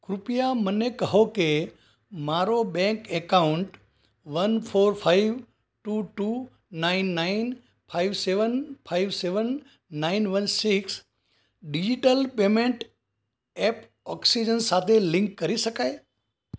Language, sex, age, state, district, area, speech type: Gujarati, male, 60+, Gujarat, Ahmedabad, urban, read